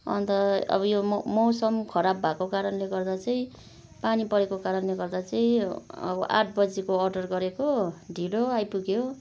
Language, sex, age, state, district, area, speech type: Nepali, female, 45-60, West Bengal, Kalimpong, rural, spontaneous